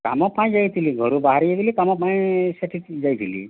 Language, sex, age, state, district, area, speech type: Odia, male, 45-60, Odisha, Boudh, rural, conversation